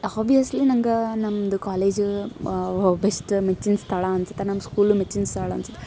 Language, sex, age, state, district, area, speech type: Kannada, female, 18-30, Karnataka, Koppal, urban, spontaneous